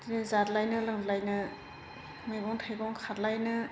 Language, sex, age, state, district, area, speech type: Bodo, female, 60+, Assam, Chirang, rural, spontaneous